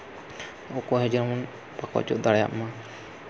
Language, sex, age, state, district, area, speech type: Santali, male, 30-45, Jharkhand, East Singhbhum, rural, spontaneous